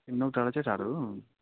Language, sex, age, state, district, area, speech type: Nepali, male, 30-45, West Bengal, Kalimpong, rural, conversation